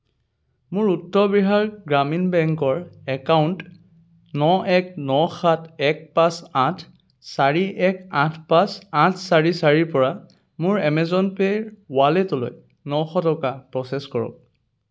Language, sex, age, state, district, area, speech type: Assamese, male, 18-30, Assam, Sonitpur, rural, read